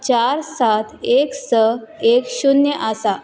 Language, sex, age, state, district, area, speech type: Goan Konkani, female, 18-30, Goa, Salcete, rural, read